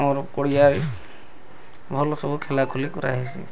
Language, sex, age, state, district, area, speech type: Odia, male, 30-45, Odisha, Bargarh, rural, spontaneous